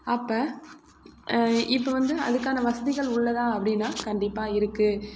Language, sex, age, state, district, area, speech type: Tamil, female, 30-45, Tamil Nadu, Mayiladuthurai, rural, spontaneous